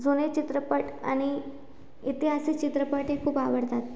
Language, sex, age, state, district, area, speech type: Marathi, female, 18-30, Maharashtra, Amravati, rural, spontaneous